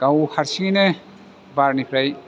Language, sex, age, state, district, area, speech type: Bodo, male, 45-60, Assam, Chirang, rural, spontaneous